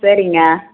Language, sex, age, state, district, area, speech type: Tamil, female, 45-60, Tamil Nadu, Krishnagiri, rural, conversation